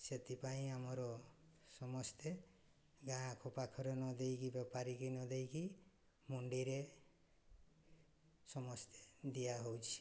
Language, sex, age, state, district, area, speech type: Odia, male, 45-60, Odisha, Mayurbhanj, rural, spontaneous